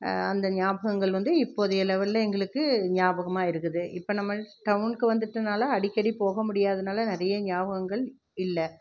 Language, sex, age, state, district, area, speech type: Tamil, female, 60+, Tamil Nadu, Krishnagiri, rural, spontaneous